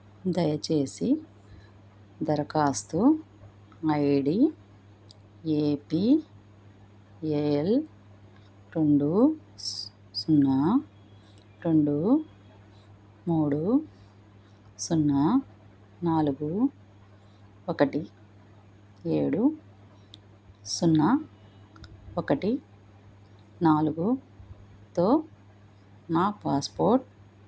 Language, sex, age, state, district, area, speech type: Telugu, female, 45-60, Andhra Pradesh, Krishna, urban, read